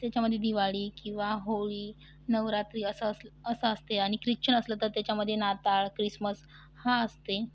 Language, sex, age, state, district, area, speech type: Marathi, female, 18-30, Maharashtra, Washim, urban, spontaneous